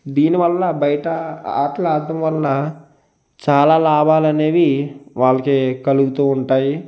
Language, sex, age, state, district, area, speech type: Telugu, male, 30-45, Andhra Pradesh, Konaseema, rural, spontaneous